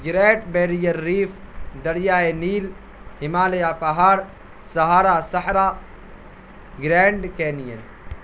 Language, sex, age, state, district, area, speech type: Urdu, male, 18-30, Bihar, Purnia, rural, spontaneous